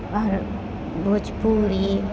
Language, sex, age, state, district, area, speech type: Maithili, female, 30-45, Bihar, Purnia, urban, spontaneous